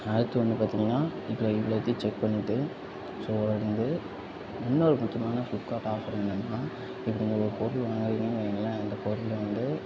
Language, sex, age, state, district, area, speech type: Tamil, male, 18-30, Tamil Nadu, Tirunelveli, rural, spontaneous